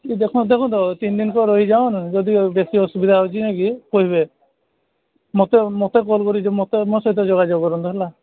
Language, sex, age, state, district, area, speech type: Odia, male, 30-45, Odisha, Sambalpur, rural, conversation